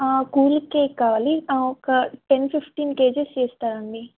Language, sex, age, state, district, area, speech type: Telugu, female, 18-30, Telangana, Sangareddy, urban, conversation